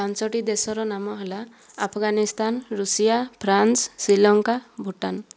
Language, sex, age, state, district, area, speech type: Odia, female, 60+, Odisha, Kandhamal, rural, spontaneous